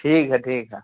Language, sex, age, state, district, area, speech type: Hindi, male, 30-45, Uttar Pradesh, Ghazipur, rural, conversation